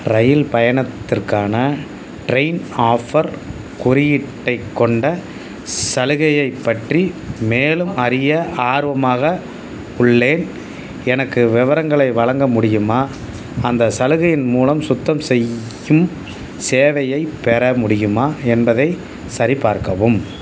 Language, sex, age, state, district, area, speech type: Tamil, male, 60+, Tamil Nadu, Tiruchirappalli, rural, read